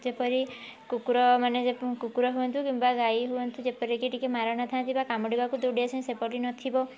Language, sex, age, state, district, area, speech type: Odia, female, 18-30, Odisha, Kendujhar, urban, spontaneous